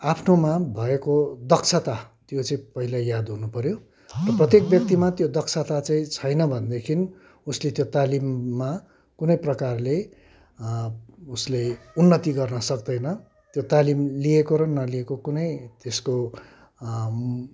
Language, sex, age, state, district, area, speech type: Nepali, male, 60+, West Bengal, Kalimpong, rural, spontaneous